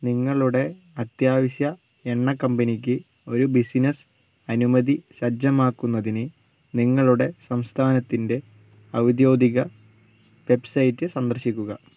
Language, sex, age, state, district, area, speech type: Malayalam, male, 18-30, Kerala, Wayanad, rural, read